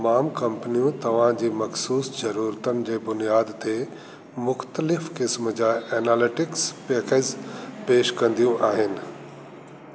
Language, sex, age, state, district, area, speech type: Sindhi, male, 60+, Delhi, South Delhi, urban, read